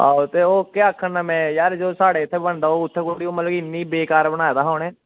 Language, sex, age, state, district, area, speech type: Dogri, male, 18-30, Jammu and Kashmir, Kathua, rural, conversation